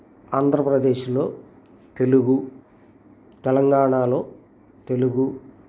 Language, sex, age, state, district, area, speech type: Telugu, male, 45-60, Andhra Pradesh, Krishna, rural, spontaneous